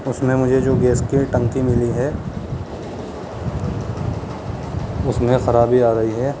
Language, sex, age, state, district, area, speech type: Urdu, male, 30-45, Uttar Pradesh, Muzaffarnagar, urban, spontaneous